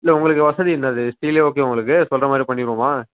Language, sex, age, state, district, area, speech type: Tamil, male, 18-30, Tamil Nadu, Perambalur, rural, conversation